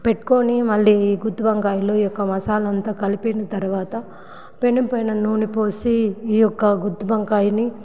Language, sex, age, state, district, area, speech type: Telugu, female, 45-60, Andhra Pradesh, Sri Balaji, urban, spontaneous